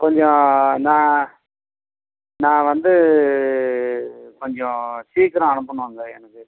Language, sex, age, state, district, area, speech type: Tamil, male, 60+, Tamil Nadu, Dharmapuri, rural, conversation